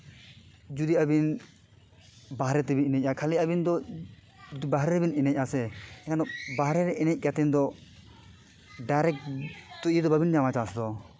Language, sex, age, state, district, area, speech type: Santali, male, 18-30, Jharkhand, East Singhbhum, rural, spontaneous